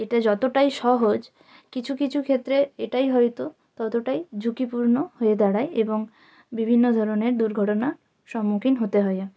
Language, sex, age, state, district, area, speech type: Bengali, female, 18-30, West Bengal, North 24 Parganas, rural, spontaneous